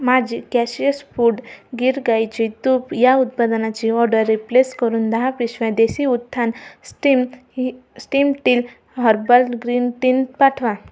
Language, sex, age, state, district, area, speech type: Marathi, female, 18-30, Maharashtra, Amravati, urban, read